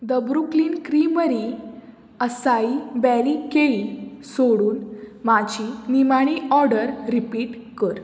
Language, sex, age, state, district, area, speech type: Goan Konkani, female, 18-30, Goa, Murmgao, urban, read